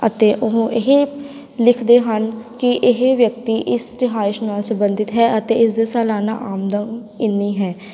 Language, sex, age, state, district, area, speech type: Punjabi, female, 18-30, Punjab, Patiala, urban, spontaneous